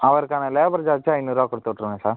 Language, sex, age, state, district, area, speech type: Tamil, male, 18-30, Tamil Nadu, Pudukkottai, rural, conversation